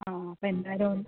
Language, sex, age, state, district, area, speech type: Malayalam, female, 18-30, Kerala, Palakkad, urban, conversation